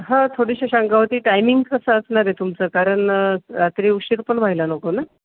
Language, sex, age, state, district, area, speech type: Marathi, female, 45-60, Maharashtra, Nashik, urban, conversation